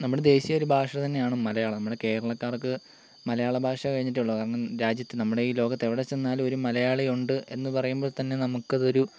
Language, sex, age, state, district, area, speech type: Malayalam, male, 18-30, Kerala, Kottayam, rural, spontaneous